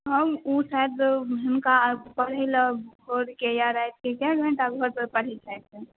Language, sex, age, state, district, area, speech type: Maithili, female, 18-30, Bihar, Madhubani, urban, conversation